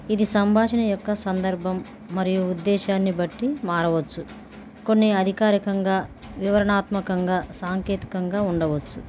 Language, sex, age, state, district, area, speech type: Telugu, female, 30-45, Telangana, Bhadradri Kothagudem, urban, spontaneous